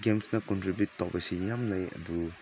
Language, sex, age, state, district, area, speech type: Manipuri, male, 18-30, Manipur, Senapati, rural, spontaneous